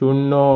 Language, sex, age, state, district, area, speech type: Bengali, male, 60+, West Bengal, Paschim Bardhaman, urban, read